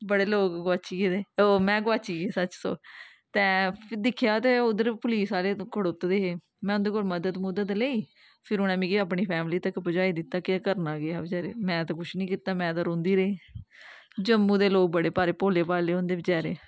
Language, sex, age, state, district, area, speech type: Dogri, female, 18-30, Jammu and Kashmir, Kathua, rural, spontaneous